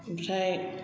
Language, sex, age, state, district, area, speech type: Bodo, female, 60+, Assam, Chirang, rural, spontaneous